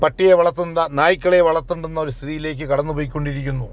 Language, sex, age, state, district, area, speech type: Malayalam, male, 45-60, Kerala, Kollam, rural, spontaneous